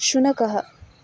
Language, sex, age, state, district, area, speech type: Sanskrit, female, 18-30, Karnataka, Uttara Kannada, rural, read